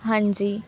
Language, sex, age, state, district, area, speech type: Punjabi, female, 18-30, Punjab, Amritsar, urban, spontaneous